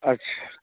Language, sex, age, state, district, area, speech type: Hindi, male, 30-45, Bihar, Muzaffarpur, rural, conversation